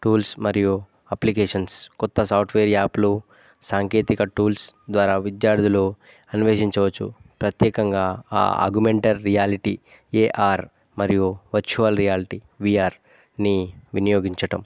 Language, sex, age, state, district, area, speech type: Telugu, male, 18-30, Telangana, Jayashankar, urban, spontaneous